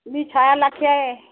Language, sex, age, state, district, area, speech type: Marathi, female, 60+, Maharashtra, Wardha, rural, conversation